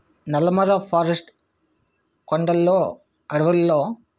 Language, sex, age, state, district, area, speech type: Telugu, male, 60+, Andhra Pradesh, Vizianagaram, rural, spontaneous